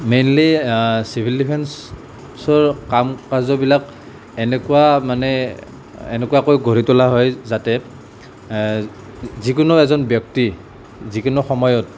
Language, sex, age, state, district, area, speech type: Assamese, male, 18-30, Assam, Nalbari, rural, spontaneous